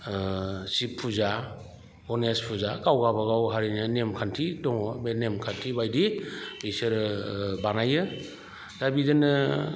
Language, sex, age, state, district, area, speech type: Bodo, male, 45-60, Assam, Chirang, rural, spontaneous